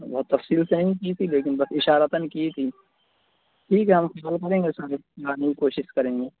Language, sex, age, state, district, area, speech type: Urdu, male, 30-45, Uttar Pradesh, Lucknow, urban, conversation